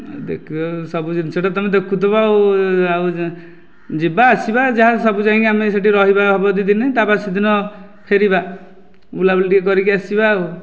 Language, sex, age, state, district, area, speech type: Odia, male, 30-45, Odisha, Nayagarh, rural, spontaneous